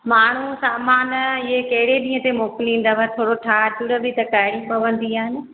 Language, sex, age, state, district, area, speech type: Sindhi, female, 30-45, Madhya Pradesh, Katni, urban, conversation